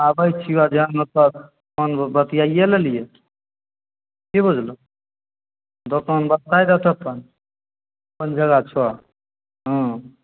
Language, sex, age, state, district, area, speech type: Maithili, male, 18-30, Bihar, Begusarai, rural, conversation